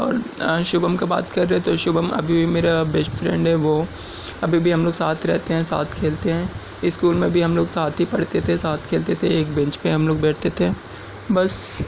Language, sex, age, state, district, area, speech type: Urdu, male, 18-30, Delhi, South Delhi, urban, spontaneous